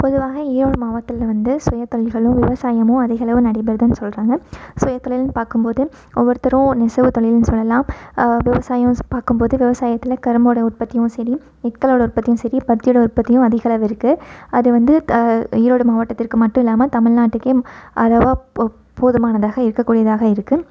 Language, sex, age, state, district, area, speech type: Tamil, female, 18-30, Tamil Nadu, Erode, urban, spontaneous